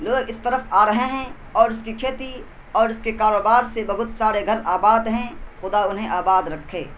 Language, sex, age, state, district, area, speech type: Urdu, male, 18-30, Bihar, Purnia, rural, spontaneous